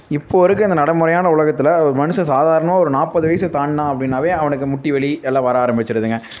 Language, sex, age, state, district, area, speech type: Tamil, male, 18-30, Tamil Nadu, Namakkal, rural, spontaneous